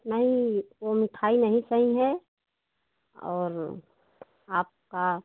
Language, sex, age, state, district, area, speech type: Hindi, female, 30-45, Uttar Pradesh, Prayagraj, rural, conversation